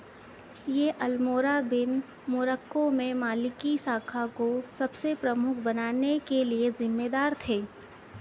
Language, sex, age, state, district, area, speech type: Hindi, female, 45-60, Madhya Pradesh, Harda, urban, read